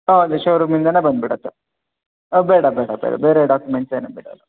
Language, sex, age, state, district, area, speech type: Kannada, male, 30-45, Karnataka, Bangalore Rural, rural, conversation